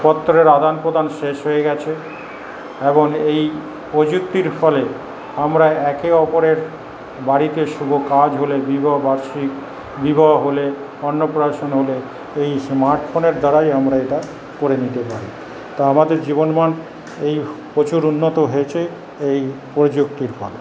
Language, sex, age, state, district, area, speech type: Bengali, male, 45-60, West Bengal, Paschim Bardhaman, urban, spontaneous